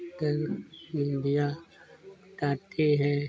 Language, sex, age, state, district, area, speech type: Hindi, male, 45-60, Uttar Pradesh, Lucknow, rural, spontaneous